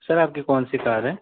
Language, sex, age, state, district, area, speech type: Urdu, male, 18-30, Delhi, East Delhi, urban, conversation